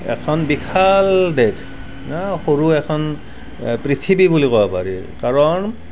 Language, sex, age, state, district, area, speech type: Assamese, male, 60+, Assam, Barpeta, rural, spontaneous